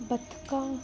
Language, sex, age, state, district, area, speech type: Punjabi, female, 18-30, Punjab, Fazilka, rural, spontaneous